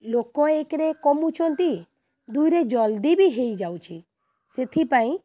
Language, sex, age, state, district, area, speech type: Odia, female, 30-45, Odisha, Kendrapara, urban, spontaneous